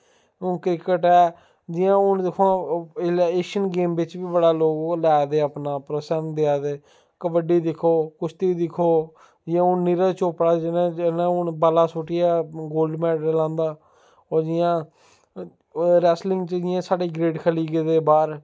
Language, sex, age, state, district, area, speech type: Dogri, male, 18-30, Jammu and Kashmir, Samba, rural, spontaneous